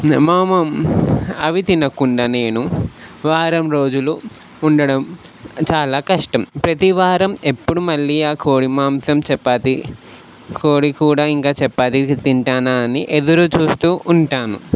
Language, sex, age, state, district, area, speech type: Telugu, male, 18-30, Telangana, Nalgonda, urban, spontaneous